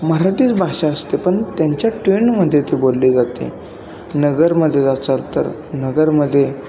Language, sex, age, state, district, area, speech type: Marathi, male, 18-30, Maharashtra, Satara, rural, spontaneous